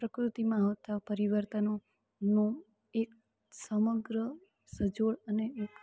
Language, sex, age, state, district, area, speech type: Gujarati, female, 18-30, Gujarat, Rajkot, rural, spontaneous